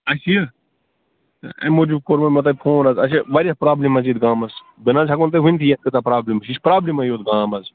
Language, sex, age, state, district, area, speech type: Kashmiri, male, 30-45, Jammu and Kashmir, Bandipora, rural, conversation